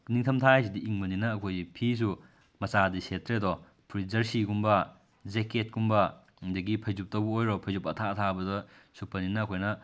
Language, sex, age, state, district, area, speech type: Manipuri, male, 18-30, Manipur, Kakching, rural, spontaneous